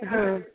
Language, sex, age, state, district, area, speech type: Kannada, female, 30-45, Karnataka, Mysore, urban, conversation